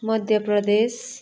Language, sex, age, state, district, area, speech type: Nepali, female, 45-60, West Bengal, Darjeeling, rural, spontaneous